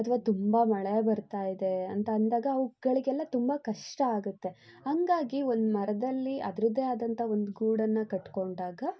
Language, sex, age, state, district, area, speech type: Kannada, female, 18-30, Karnataka, Chitradurga, rural, spontaneous